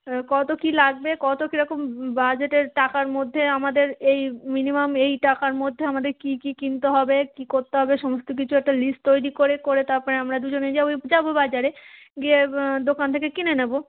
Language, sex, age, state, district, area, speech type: Bengali, female, 30-45, West Bengal, Darjeeling, urban, conversation